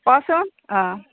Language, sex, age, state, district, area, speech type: Assamese, female, 30-45, Assam, Barpeta, rural, conversation